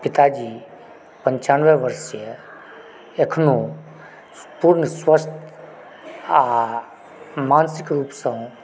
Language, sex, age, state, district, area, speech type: Maithili, male, 45-60, Bihar, Supaul, rural, spontaneous